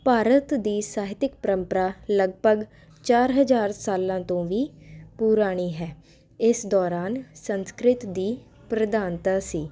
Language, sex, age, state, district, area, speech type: Punjabi, female, 18-30, Punjab, Ludhiana, urban, spontaneous